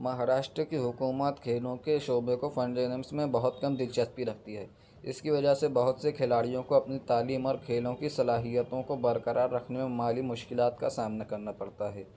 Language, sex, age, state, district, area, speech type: Urdu, male, 45-60, Maharashtra, Nashik, urban, spontaneous